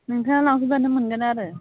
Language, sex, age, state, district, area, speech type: Bodo, female, 30-45, Assam, Chirang, urban, conversation